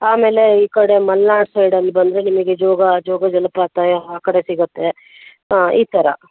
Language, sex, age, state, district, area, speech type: Kannada, female, 45-60, Karnataka, Tumkur, urban, conversation